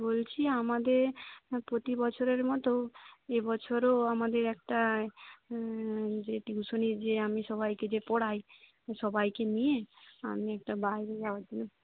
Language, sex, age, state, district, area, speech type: Bengali, female, 30-45, West Bengal, Jhargram, rural, conversation